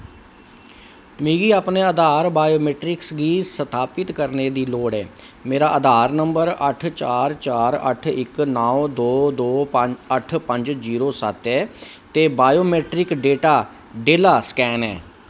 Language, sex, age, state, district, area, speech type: Dogri, male, 45-60, Jammu and Kashmir, Kathua, urban, read